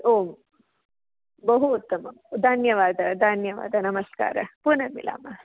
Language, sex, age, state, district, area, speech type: Sanskrit, female, 45-60, Tamil Nadu, Kanyakumari, urban, conversation